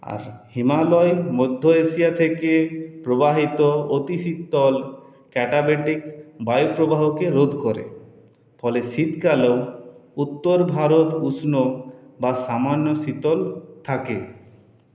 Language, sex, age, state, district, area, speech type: Bengali, male, 18-30, West Bengal, Purulia, urban, spontaneous